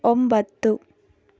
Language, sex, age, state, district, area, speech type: Kannada, female, 18-30, Karnataka, Davanagere, rural, read